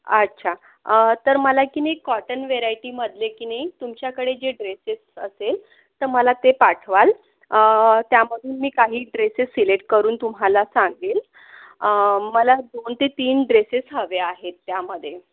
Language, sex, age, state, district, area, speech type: Marathi, female, 45-60, Maharashtra, Yavatmal, urban, conversation